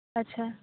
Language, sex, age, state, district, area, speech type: Odia, female, 18-30, Odisha, Nabarangpur, urban, conversation